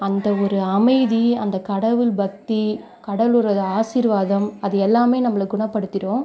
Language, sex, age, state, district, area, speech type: Tamil, female, 45-60, Tamil Nadu, Sivaganga, rural, spontaneous